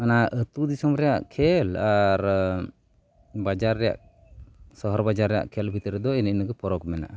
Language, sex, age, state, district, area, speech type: Santali, male, 45-60, Odisha, Mayurbhanj, rural, spontaneous